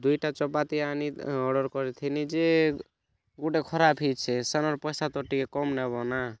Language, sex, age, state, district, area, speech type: Odia, male, 18-30, Odisha, Kalahandi, rural, spontaneous